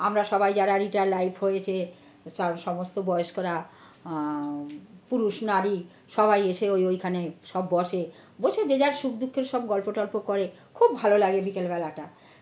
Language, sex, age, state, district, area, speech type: Bengali, female, 60+, West Bengal, North 24 Parganas, urban, spontaneous